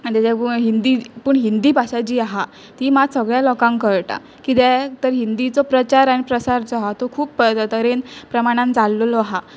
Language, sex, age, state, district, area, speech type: Goan Konkani, female, 18-30, Goa, Pernem, rural, spontaneous